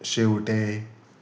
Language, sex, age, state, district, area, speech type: Goan Konkani, male, 30-45, Goa, Salcete, rural, spontaneous